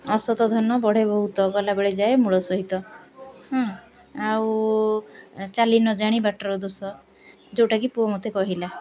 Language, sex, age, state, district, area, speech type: Odia, female, 30-45, Odisha, Jagatsinghpur, rural, spontaneous